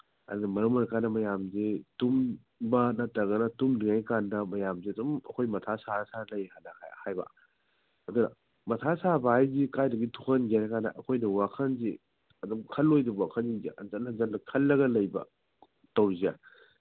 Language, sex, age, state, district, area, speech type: Manipuri, male, 30-45, Manipur, Senapati, rural, conversation